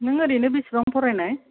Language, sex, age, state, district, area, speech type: Bodo, female, 45-60, Assam, Kokrajhar, rural, conversation